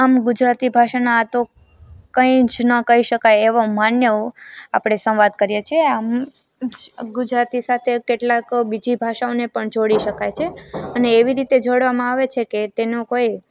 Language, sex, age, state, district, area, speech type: Gujarati, female, 18-30, Gujarat, Amreli, rural, spontaneous